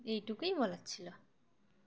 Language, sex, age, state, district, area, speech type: Bengali, female, 18-30, West Bengal, Dakshin Dinajpur, urban, spontaneous